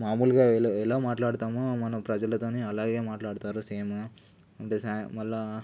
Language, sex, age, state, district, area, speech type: Telugu, male, 18-30, Telangana, Nalgonda, rural, spontaneous